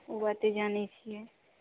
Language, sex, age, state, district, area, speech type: Maithili, female, 30-45, Bihar, Araria, rural, conversation